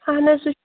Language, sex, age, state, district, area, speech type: Kashmiri, female, 18-30, Jammu and Kashmir, Kulgam, rural, conversation